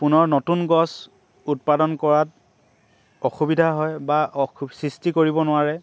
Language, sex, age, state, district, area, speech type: Assamese, male, 18-30, Assam, Dibrugarh, rural, spontaneous